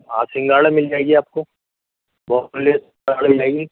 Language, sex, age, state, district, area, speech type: Urdu, male, 60+, Delhi, Central Delhi, urban, conversation